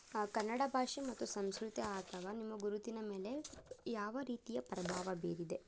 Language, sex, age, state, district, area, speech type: Kannada, female, 30-45, Karnataka, Tumkur, rural, spontaneous